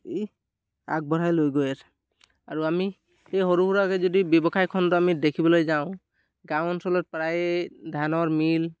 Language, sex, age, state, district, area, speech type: Assamese, male, 18-30, Assam, Dibrugarh, urban, spontaneous